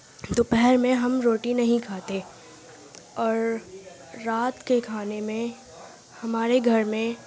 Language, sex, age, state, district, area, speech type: Urdu, female, 18-30, Uttar Pradesh, Gautam Buddha Nagar, rural, spontaneous